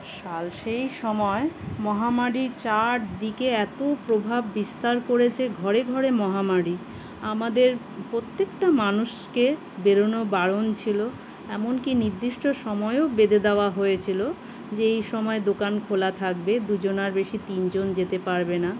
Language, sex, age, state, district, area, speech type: Bengali, female, 45-60, West Bengal, Kolkata, urban, spontaneous